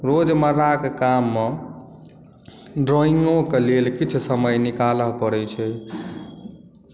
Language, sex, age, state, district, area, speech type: Maithili, male, 18-30, Bihar, Madhubani, rural, spontaneous